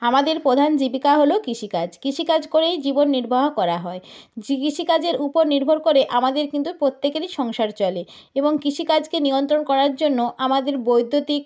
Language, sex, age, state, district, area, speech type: Bengali, female, 30-45, West Bengal, North 24 Parganas, rural, spontaneous